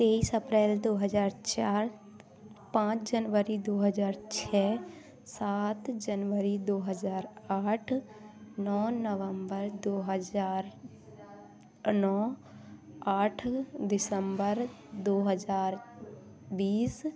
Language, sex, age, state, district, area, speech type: Hindi, female, 18-30, Madhya Pradesh, Katni, rural, spontaneous